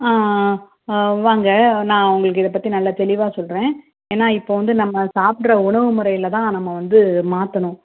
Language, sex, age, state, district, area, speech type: Tamil, female, 30-45, Tamil Nadu, Tirunelveli, rural, conversation